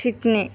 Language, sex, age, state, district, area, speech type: Marathi, female, 18-30, Maharashtra, Akola, rural, read